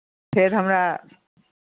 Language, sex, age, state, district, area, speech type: Maithili, female, 45-60, Bihar, Madhepura, rural, conversation